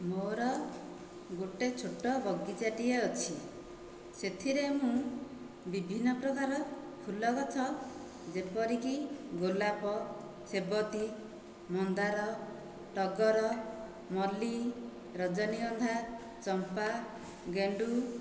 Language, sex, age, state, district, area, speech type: Odia, female, 45-60, Odisha, Dhenkanal, rural, spontaneous